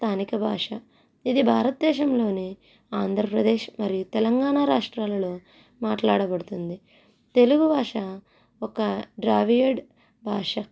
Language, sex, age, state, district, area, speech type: Telugu, female, 18-30, Andhra Pradesh, East Godavari, rural, spontaneous